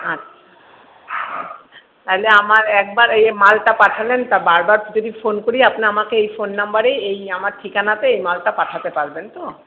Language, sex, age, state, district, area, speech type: Bengali, female, 45-60, West Bengal, Paschim Bardhaman, urban, conversation